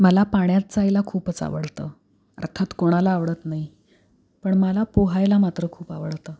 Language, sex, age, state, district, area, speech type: Marathi, female, 30-45, Maharashtra, Pune, urban, spontaneous